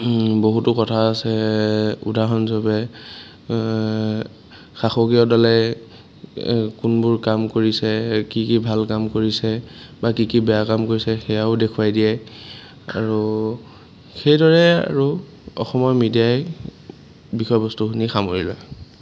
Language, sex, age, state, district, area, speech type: Assamese, male, 18-30, Assam, Jorhat, urban, spontaneous